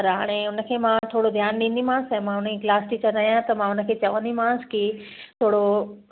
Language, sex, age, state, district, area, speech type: Sindhi, female, 45-60, Gujarat, Kutch, urban, conversation